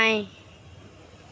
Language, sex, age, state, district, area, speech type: Hindi, female, 18-30, Uttar Pradesh, Azamgarh, rural, read